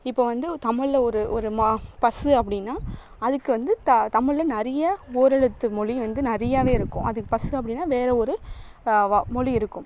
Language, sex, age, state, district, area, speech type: Tamil, female, 30-45, Tamil Nadu, Thanjavur, urban, spontaneous